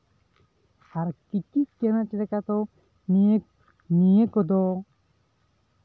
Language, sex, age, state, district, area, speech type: Santali, male, 18-30, West Bengal, Bankura, rural, spontaneous